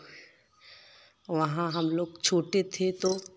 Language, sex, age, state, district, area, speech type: Hindi, female, 30-45, Uttar Pradesh, Jaunpur, urban, spontaneous